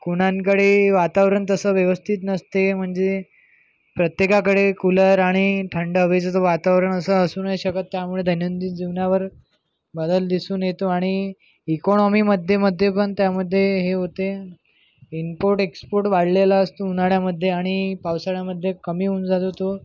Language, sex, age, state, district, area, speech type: Marathi, male, 18-30, Maharashtra, Nagpur, urban, spontaneous